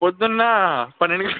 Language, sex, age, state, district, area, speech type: Telugu, male, 18-30, Andhra Pradesh, Visakhapatnam, urban, conversation